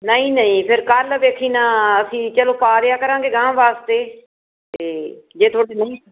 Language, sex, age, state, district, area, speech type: Punjabi, female, 60+, Punjab, Fazilka, rural, conversation